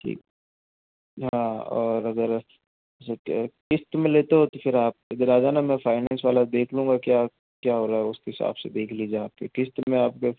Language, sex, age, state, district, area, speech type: Hindi, male, 60+, Rajasthan, Jodhpur, urban, conversation